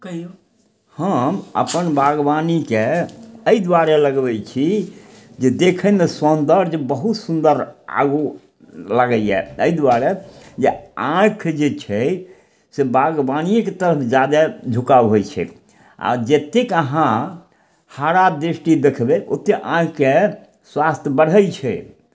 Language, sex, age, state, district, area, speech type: Maithili, male, 60+, Bihar, Samastipur, urban, spontaneous